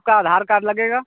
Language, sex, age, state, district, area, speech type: Hindi, male, 45-60, Bihar, Muzaffarpur, rural, conversation